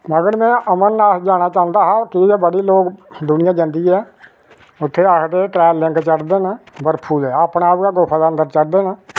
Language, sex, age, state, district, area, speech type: Dogri, male, 60+, Jammu and Kashmir, Reasi, rural, spontaneous